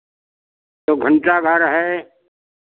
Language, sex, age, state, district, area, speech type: Hindi, male, 60+, Uttar Pradesh, Lucknow, rural, conversation